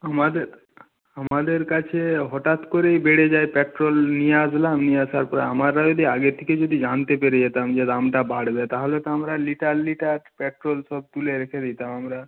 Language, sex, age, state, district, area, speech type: Bengali, male, 45-60, West Bengal, Nadia, rural, conversation